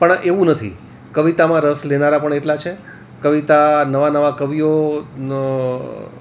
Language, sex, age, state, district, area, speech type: Gujarati, male, 60+, Gujarat, Rajkot, urban, spontaneous